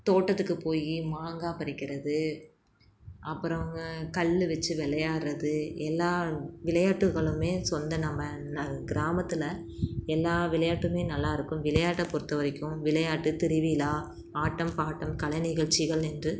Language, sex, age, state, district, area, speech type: Tamil, female, 30-45, Tamil Nadu, Tiruchirappalli, rural, spontaneous